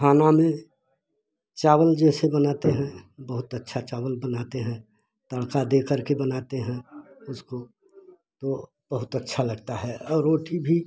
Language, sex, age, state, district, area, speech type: Hindi, male, 60+, Uttar Pradesh, Prayagraj, rural, spontaneous